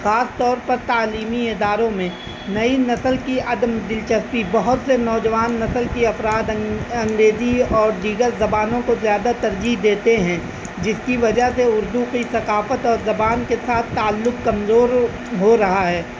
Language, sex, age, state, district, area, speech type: Urdu, male, 18-30, Uttar Pradesh, Azamgarh, rural, spontaneous